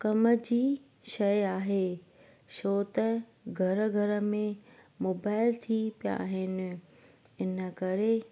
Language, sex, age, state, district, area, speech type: Sindhi, female, 30-45, Gujarat, Junagadh, rural, spontaneous